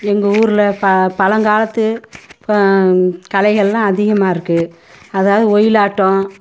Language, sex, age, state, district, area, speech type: Tamil, female, 60+, Tamil Nadu, Madurai, urban, spontaneous